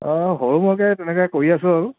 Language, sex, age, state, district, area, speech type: Assamese, male, 30-45, Assam, Dibrugarh, urban, conversation